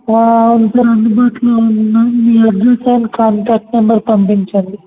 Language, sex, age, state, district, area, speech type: Telugu, male, 18-30, Telangana, Mancherial, rural, conversation